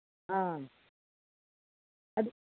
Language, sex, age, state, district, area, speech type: Manipuri, female, 60+, Manipur, Imphal East, rural, conversation